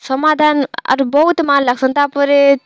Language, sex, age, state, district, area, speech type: Odia, female, 18-30, Odisha, Kalahandi, rural, spontaneous